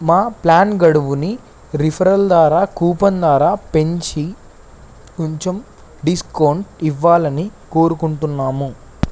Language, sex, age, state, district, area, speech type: Telugu, male, 18-30, Telangana, Kamareddy, urban, spontaneous